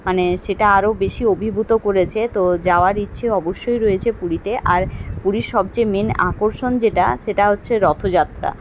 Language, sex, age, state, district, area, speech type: Bengali, female, 30-45, West Bengal, Kolkata, urban, spontaneous